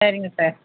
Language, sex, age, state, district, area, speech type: Tamil, female, 45-60, Tamil Nadu, Virudhunagar, rural, conversation